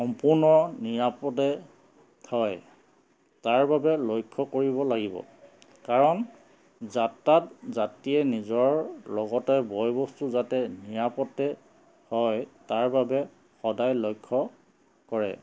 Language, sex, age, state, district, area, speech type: Assamese, male, 45-60, Assam, Charaideo, urban, spontaneous